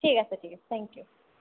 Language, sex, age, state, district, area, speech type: Assamese, female, 30-45, Assam, Barpeta, urban, conversation